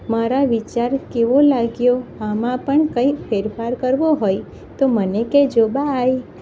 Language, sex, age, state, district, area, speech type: Gujarati, female, 30-45, Gujarat, Kheda, rural, spontaneous